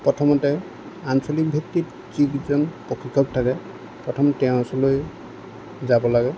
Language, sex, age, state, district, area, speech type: Assamese, male, 45-60, Assam, Lakhimpur, rural, spontaneous